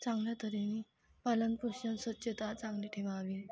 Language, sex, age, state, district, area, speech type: Marathi, female, 18-30, Maharashtra, Akola, rural, spontaneous